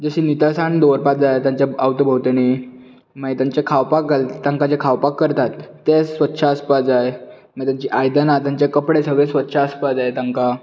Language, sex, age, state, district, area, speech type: Goan Konkani, male, 18-30, Goa, Bardez, urban, spontaneous